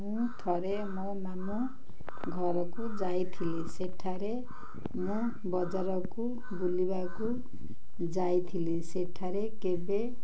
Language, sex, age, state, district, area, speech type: Odia, female, 60+, Odisha, Ganjam, urban, spontaneous